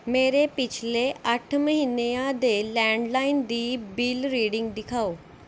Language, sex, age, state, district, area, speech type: Punjabi, female, 18-30, Punjab, Mohali, urban, read